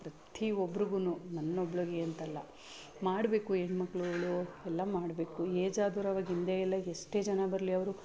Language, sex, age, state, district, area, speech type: Kannada, female, 30-45, Karnataka, Mandya, urban, spontaneous